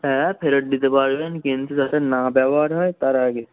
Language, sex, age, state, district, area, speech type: Bengali, male, 18-30, West Bengal, Uttar Dinajpur, urban, conversation